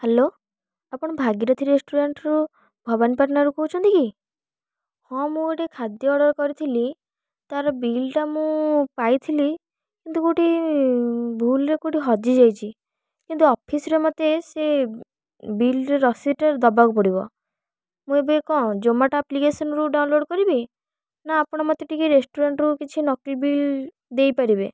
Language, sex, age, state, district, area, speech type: Odia, female, 18-30, Odisha, Kalahandi, rural, spontaneous